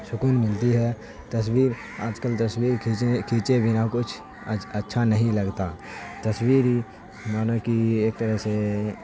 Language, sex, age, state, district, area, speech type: Urdu, male, 18-30, Bihar, Saharsa, urban, spontaneous